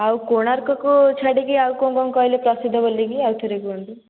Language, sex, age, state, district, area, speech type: Odia, female, 18-30, Odisha, Jajpur, rural, conversation